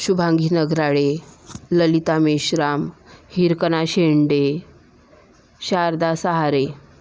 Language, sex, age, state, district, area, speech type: Marathi, female, 30-45, Maharashtra, Nagpur, urban, spontaneous